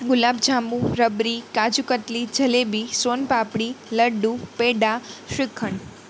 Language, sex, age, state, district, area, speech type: Gujarati, female, 18-30, Gujarat, Junagadh, urban, spontaneous